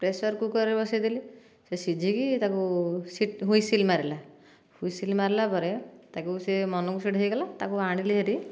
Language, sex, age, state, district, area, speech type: Odia, female, 45-60, Odisha, Dhenkanal, rural, spontaneous